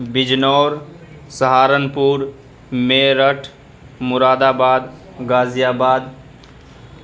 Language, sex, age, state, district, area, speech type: Urdu, male, 30-45, Delhi, Central Delhi, urban, spontaneous